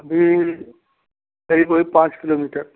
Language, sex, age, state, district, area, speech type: Hindi, male, 45-60, Uttar Pradesh, Prayagraj, rural, conversation